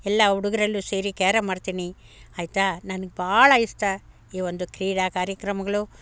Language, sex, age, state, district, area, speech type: Kannada, female, 60+, Karnataka, Bangalore Rural, rural, spontaneous